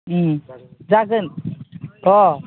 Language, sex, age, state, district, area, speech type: Bodo, female, 60+, Assam, Baksa, urban, conversation